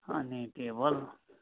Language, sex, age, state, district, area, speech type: Nepali, male, 60+, West Bengal, Kalimpong, rural, conversation